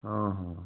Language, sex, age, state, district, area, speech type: Hindi, male, 60+, Uttar Pradesh, Chandauli, rural, conversation